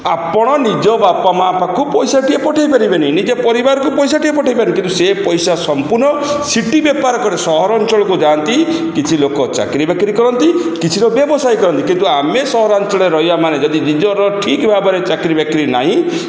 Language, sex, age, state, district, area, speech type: Odia, male, 60+, Odisha, Kendrapara, urban, spontaneous